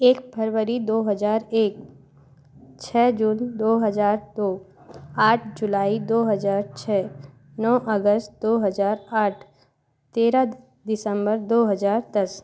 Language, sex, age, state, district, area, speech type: Hindi, female, 30-45, Madhya Pradesh, Katni, urban, spontaneous